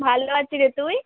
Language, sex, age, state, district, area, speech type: Bengali, female, 18-30, West Bengal, North 24 Parganas, urban, conversation